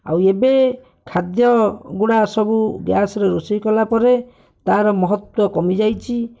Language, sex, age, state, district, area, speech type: Odia, male, 45-60, Odisha, Bhadrak, rural, spontaneous